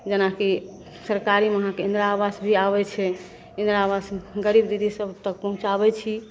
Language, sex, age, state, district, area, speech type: Maithili, female, 45-60, Bihar, Madhepura, rural, spontaneous